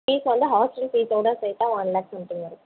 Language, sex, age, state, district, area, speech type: Tamil, female, 18-30, Tamil Nadu, Tiruvarur, urban, conversation